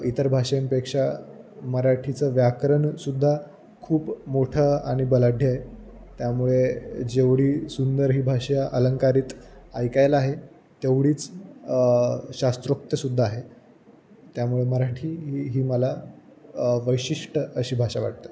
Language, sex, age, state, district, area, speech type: Marathi, male, 18-30, Maharashtra, Jalna, rural, spontaneous